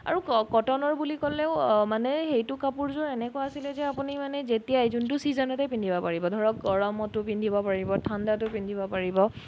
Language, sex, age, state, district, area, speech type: Assamese, female, 30-45, Assam, Sonitpur, rural, spontaneous